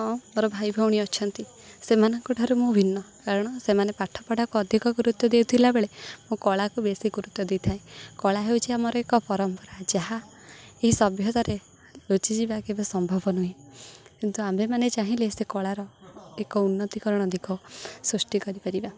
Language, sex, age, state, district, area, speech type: Odia, female, 18-30, Odisha, Jagatsinghpur, rural, spontaneous